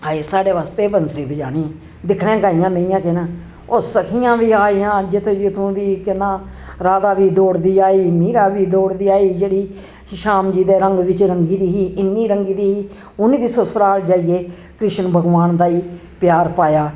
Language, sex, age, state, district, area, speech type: Dogri, female, 60+, Jammu and Kashmir, Jammu, urban, spontaneous